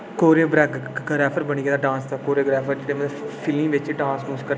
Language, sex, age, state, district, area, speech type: Dogri, male, 18-30, Jammu and Kashmir, Udhampur, urban, spontaneous